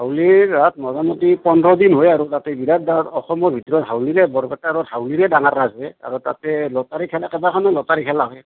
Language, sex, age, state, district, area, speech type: Assamese, male, 45-60, Assam, Barpeta, rural, conversation